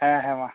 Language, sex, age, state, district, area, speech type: Santali, male, 18-30, West Bengal, Bankura, rural, conversation